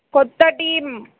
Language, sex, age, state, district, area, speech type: Telugu, female, 18-30, Telangana, Nirmal, rural, conversation